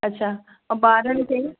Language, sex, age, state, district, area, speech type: Sindhi, female, 60+, Maharashtra, Thane, urban, conversation